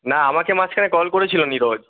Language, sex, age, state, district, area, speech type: Bengali, male, 18-30, West Bengal, Kolkata, urban, conversation